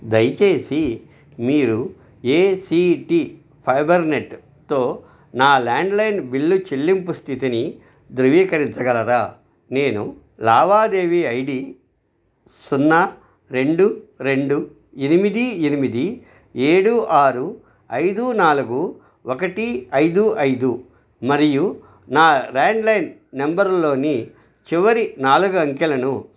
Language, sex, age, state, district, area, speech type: Telugu, male, 45-60, Andhra Pradesh, Krishna, rural, read